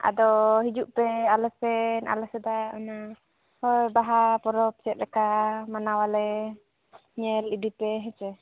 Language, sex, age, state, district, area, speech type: Santali, female, 30-45, Jharkhand, East Singhbhum, rural, conversation